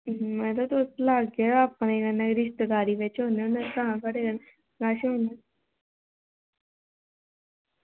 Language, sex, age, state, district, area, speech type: Dogri, female, 18-30, Jammu and Kashmir, Jammu, rural, conversation